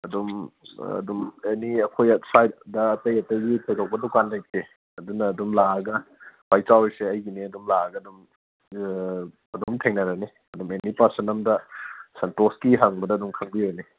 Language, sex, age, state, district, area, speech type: Manipuri, male, 30-45, Manipur, Kangpokpi, urban, conversation